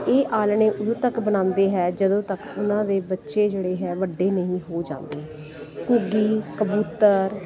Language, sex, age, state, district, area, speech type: Punjabi, female, 45-60, Punjab, Jalandhar, urban, spontaneous